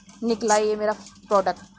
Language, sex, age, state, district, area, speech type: Urdu, female, 45-60, Delhi, Central Delhi, urban, spontaneous